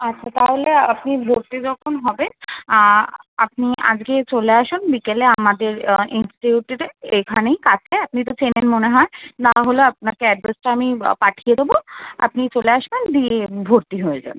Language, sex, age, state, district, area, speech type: Bengali, female, 18-30, West Bengal, Kolkata, urban, conversation